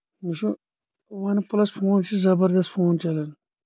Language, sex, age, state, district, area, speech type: Kashmiri, male, 30-45, Jammu and Kashmir, Anantnag, rural, spontaneous